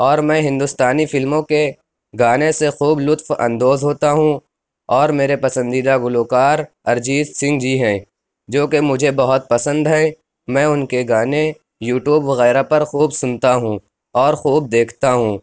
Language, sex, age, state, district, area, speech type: Urdu, male, 18-30, Uttar Pradesh, Lucknow, urban, spontaneous